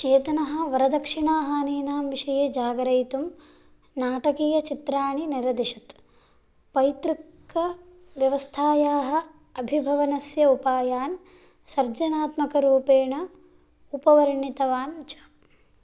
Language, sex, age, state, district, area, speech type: Sanskrit, female, 18-30, Karnataka, Bagalkot, rural, read